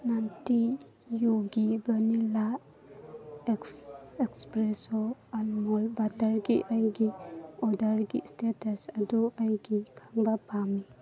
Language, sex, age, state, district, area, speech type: Manipuri, female, 18-30, Manipur, Churachandpur, urban, read